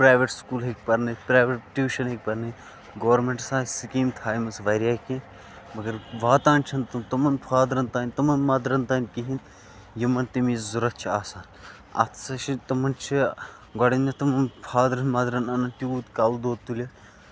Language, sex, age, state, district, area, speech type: Kashmiri, male, 18-30, Jammu and Kashmir, Bandipora, rural, spontaneous